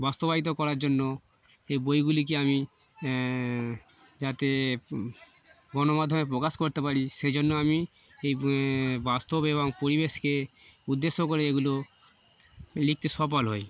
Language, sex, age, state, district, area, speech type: Bengali, male, 30-45, West Bengal, Darjeeling, urban, spontaneous